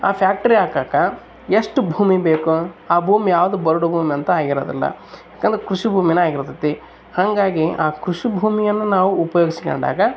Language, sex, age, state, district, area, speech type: Kannada, male, 30-45, Karnataka, Vijayanagara, rural, spontaneous